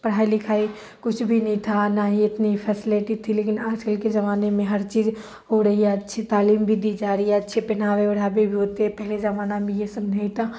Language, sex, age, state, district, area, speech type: Urdu, female, 30-45, Bihar, Darbhanga, rural, spontaneous